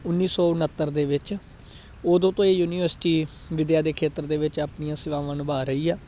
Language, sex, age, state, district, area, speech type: Punjabi, male, 18-30, Punjab, Gurdaspur, rural, spontaneous